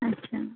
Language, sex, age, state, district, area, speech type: Hindi, female, 45-60, Madhya Pradesh, Balaghat, rural, conversation